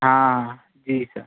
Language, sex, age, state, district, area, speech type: Hindi, male, 18-30, Madhya Pradesh, Hoshangabad, urban, conversation